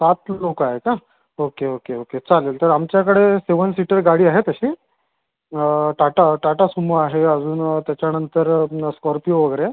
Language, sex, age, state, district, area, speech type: Marathi, male, 30-45, Maharashtra, Amravati, urban, conversation